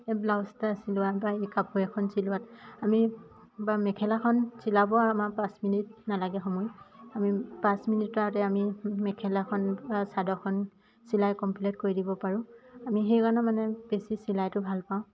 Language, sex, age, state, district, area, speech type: Assamese, female, 18-30, Assam, Dhemaji, urban, spontaneous